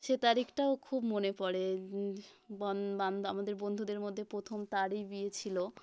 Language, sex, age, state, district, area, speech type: Bengali, female, 18-30, West Bengal, South 24 Parganas, rural, spontaneous